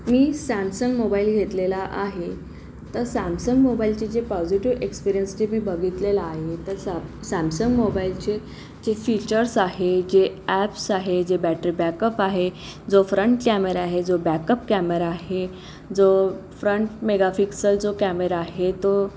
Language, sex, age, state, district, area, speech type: Marathi, female, 45-60, Maharashtra, Akola, urban, spontaneous